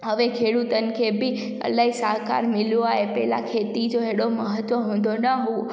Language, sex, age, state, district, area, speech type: Sindhi, female, 18-30, Gujarat, Junagadh, rural, spontaneous